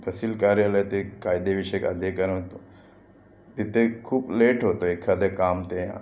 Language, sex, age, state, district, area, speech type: Marathi, male, 45-60, Maharashtra, Raigad, rural, spontaneous